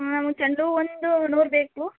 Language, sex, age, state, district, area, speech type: Kannada, female, 18-30, Karnataka, Gadag, rural, conversation